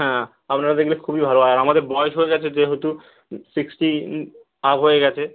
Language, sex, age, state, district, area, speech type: Bengali, male, 18-30, West Bengal, Birbhum, urban, conversation